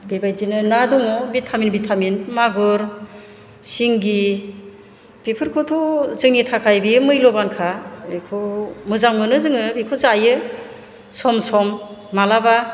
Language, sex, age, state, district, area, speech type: Bodo, female, 45-60, Assam, Chirang, rural, spontaneous